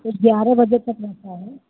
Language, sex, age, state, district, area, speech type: Hindi, female, 30-45, Uttar Pradesh, Varanasi, rural, conversation